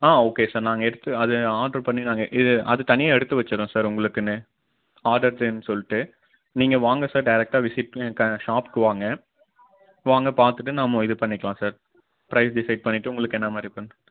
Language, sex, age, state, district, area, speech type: Tamil, male, 18-30, Tamil Nadu, Dharmapuri, rural, conversation